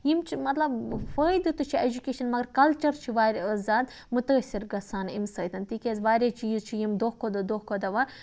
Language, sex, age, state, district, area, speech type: Kashmiri, female, 30-45, Jammu and Kashmir, Budgam, rural, spontaneous